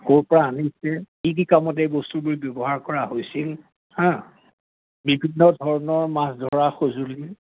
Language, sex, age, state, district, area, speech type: Assamese, male, 60+, Assam, Lakhimpur, rural, conversation